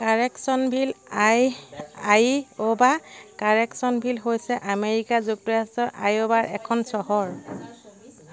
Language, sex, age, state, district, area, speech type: Assamese, female, 30-45, Assam, Sivasagar, rural, read